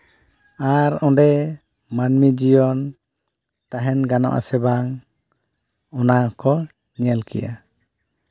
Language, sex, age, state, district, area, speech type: Santali, male, 30-45, Jharkhand, East Singhbhum, rural, spontaneous